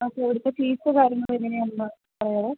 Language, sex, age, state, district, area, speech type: Malayalam, female, 30-45, Kerala, Idukki, rural, conversation